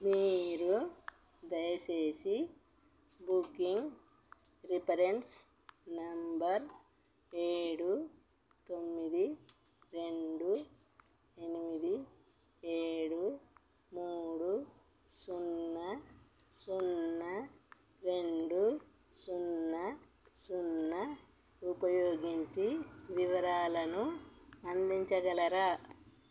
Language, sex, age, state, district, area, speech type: Telugu, female, 45-60, Telangana, Peddapalli, rural, read